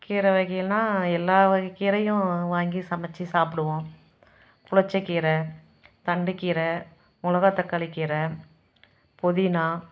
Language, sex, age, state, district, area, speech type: Tamil, female, 30-45, Tamil Nadu, Salem, rural, spontaneous